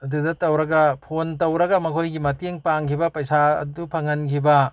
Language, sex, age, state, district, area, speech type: Manipuri, male, 60+, Manipur, Bishnupur, rural, spontaneous